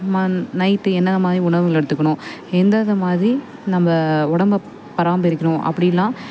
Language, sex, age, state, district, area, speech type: Tamil, female, 18-30, Tamil Nadu, Perambalur, urban, spontaneous